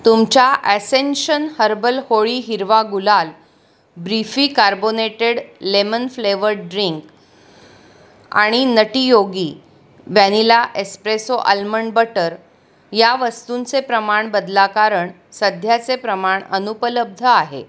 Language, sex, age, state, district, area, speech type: Marathi, female, 45-60, Maharashtra, Pune, urban, read